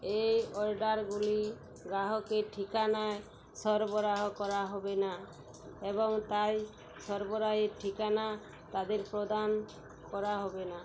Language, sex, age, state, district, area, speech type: Bengali, female, 30-45, West Bengal, Uttar Dinajpur, rural, read